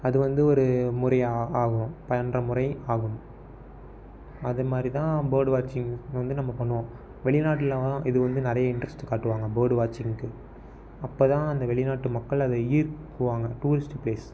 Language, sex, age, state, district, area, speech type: Tamil, male, 18-30, Tamil Nadu, Tiruvarur, urban, spontaneous